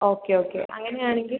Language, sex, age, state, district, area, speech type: Malayalam, male, 18-30, Kerala, Kozhikode, urban, conversation